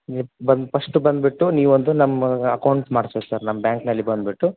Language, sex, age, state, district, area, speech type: Kannada, male, 18-30, Karnataka, Koppal, rural, conversation